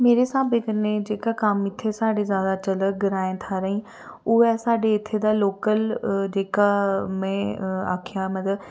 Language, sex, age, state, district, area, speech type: Dogri, female, 30-45, Jammu and Kashmir, Reasi, rural, spontaneous